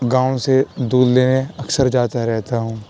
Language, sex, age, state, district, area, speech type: Urdu, male, 18-30, Uttar Pradesh, Aligarh, urban, spontaneous